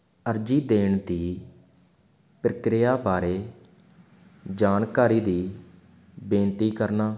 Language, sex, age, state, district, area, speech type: Punjabi, male, 18-30, Punjab, Faridkot, urban, read